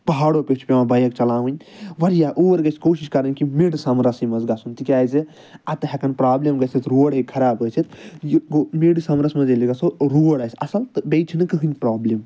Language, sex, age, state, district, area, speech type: Kashmiri, male, 30-45, Jammu and Kashmir, Ganderbal, urban, spontaneous